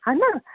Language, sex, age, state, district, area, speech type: Sindhi, female, 45-60, Delhi, South Delhi, urban, conversation